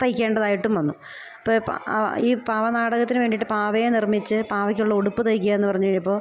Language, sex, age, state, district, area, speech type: Malayalam, female, 30-45, Kerala, Idukki, rural, spontaneous